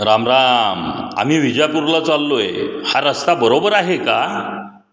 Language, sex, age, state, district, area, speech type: Marathi, male, 45-60, Maharashtra, Satara, urban, read